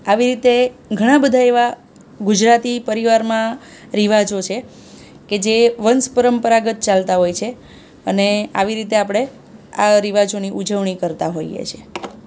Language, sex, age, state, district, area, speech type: Gujarati, female, 30-45, Gujarat, Surat, urban, spontaneous